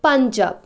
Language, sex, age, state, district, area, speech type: Bengali, female, 18-30, West Bengal, Malda, rural, spontaneous